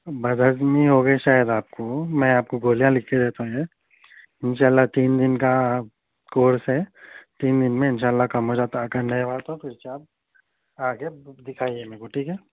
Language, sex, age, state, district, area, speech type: Urdu, male, 30-45, Telangana, Hyderabad, urban, conversation